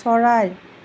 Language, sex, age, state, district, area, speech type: Assamese, female, 45-60, Assam, Nalbari, rural, read